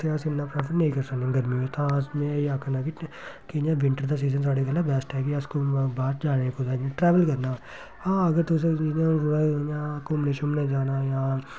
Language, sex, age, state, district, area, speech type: Dogri, male, 30-45, Jammu and Kashmir, Reasi, rural, spontaneous